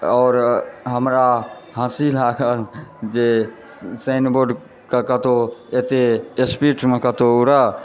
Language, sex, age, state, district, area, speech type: Maithili, male, 18-30, Bihar, Supaul, rural, spontaneous